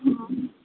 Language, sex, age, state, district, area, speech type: Odia, female, 30-45, Odisha, Sundergarh, urban, conversation